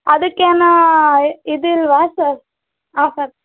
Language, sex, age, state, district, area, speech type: Kannada, female, 18-30, Karnataka, Vijayanagara, rural, conversation